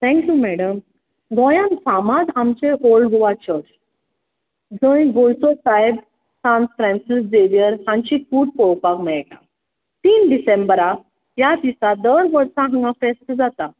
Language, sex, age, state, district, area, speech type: Goan Konkani, female, 45-60, Goa, Tiswadi, rural, conversation